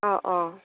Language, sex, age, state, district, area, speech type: Assamese, female, 30-45, Assam, Lakhimpur, rural, conversation